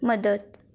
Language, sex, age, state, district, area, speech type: Marathi, female, 18-30, Maharashtra, Kolhapur, rural, read